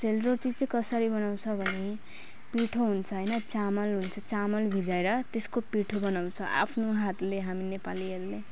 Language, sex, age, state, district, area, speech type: Nepali, female, 30-45, West Bengal, Alipurduar, urban, spontaneous